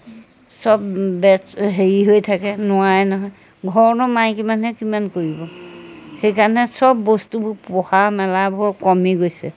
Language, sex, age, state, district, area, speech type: Assamese, female, 60+, Assam, Majuli, urban, spontaneous